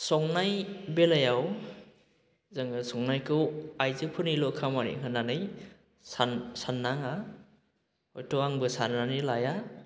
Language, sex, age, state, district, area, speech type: Bodo, male, 30-45, Assam, Baksa, urban, spontaneous